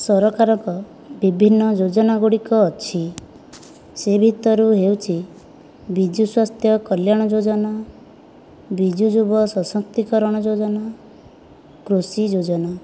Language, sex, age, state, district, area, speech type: Odia, female, 30-45, Odisha, Kandhamal, rural, spontaneous